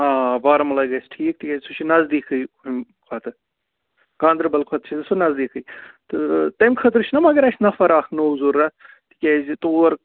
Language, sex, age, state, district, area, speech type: Kashmiri, male, 18-30, Jammu and Kashmir, Budgam, rural, conversation